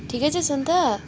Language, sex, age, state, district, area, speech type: Nepali, female, 18-30, West Bengal, Kalimpong, rural, spontaneous